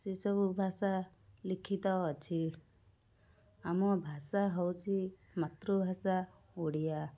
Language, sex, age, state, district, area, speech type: Odia, female, 30-45, Odisha, Cuttack, urban, spontaneous